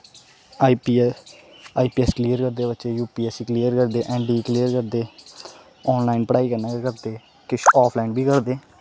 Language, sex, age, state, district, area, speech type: Dogri, male, 18-30, Jammu and Kashmir, Kathua, rural, spontaneous